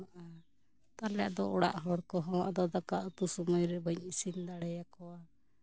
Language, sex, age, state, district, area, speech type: Santali, female, 45-60, West Bengal, Bankura, rural, spontaneous